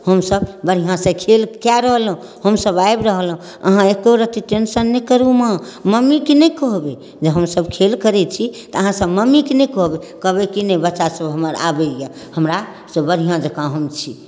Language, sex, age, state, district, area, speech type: Maithili, female, 60+, Bihar, Darbhanga, urban, spontaneous